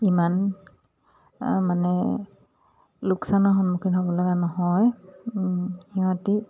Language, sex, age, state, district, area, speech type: Assamese, female, 45-60, Assam, Dibrugarh, urban, spontaneous